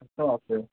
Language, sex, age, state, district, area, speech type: Bengali, male, 18-30, West Bengal, Murshidabad, urban, conversation